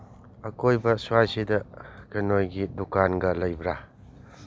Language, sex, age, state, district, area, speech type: Manipuri, male, 60+, Manipur, Churachandpur, rural, read